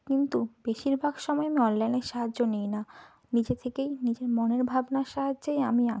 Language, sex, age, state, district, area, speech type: Bengali, female, 30-45, West Bengal, Purba Medinipur, rural, spontaneous